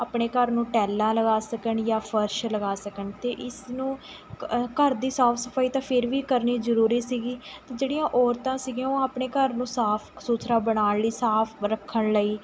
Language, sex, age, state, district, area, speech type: Punjabi, female, 18-30, Punjab, Mohali, rural, spontaneous